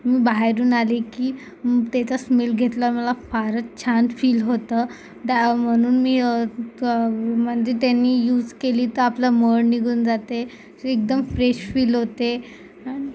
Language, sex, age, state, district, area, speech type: Marathi, female, 18-30, Maharashtra, Amravati, urban, spontaneous